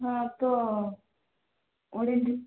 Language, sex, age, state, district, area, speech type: Odia, female, 18-30, Odisha, Koraput, urban, conversation